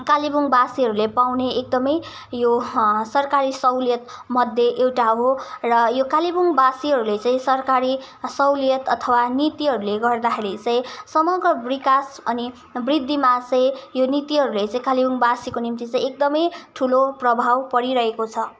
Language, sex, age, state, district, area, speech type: Nepali, female, 18-30, West Bengal, Kalimpong, rural, spontaneous